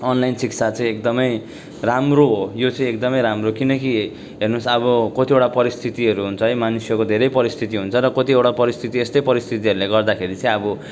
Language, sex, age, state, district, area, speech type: Nepali, male, 18-30, West Bengal, Darjeeling, rural, spontaneous